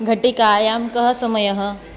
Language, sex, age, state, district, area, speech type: Sanskrit, female, 18-30, Maharashtra, Chandrapur, urban, read